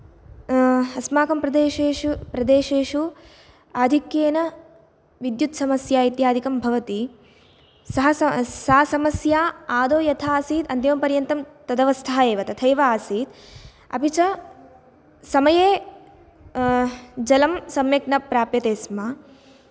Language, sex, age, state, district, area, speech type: Sanskrit, female, 18-30, Karnataka, Bagalkot, urban, spontaneous